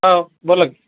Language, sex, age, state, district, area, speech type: Marathi, male, 30-45, Maharashtra, Osmanabad, rural, conversation